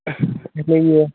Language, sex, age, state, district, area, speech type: Maithili, male, 18-30, Bihar, Saharsa, urban, conversation